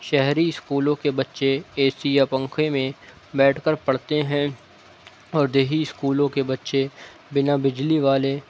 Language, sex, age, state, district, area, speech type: Urdu, male, 18-30, Uttar Pradesh, Shahjahanpur, rural, spontaneous